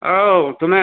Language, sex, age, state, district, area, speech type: Odia, male, 60+, Odisha, Jharsuguda, rural, conversation